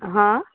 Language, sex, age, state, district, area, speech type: Maithili, female, 18-30, Bihar, Darbhanga, rural, conversation